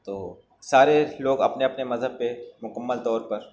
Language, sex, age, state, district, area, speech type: Urdu, male, 18-30, Uttar Pradesh, Shahjahanpur, urban, spontaneous